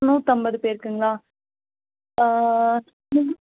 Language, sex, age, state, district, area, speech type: Tamil, female, 18-30, Tamil Nadu, Nilgiris, urban, conversation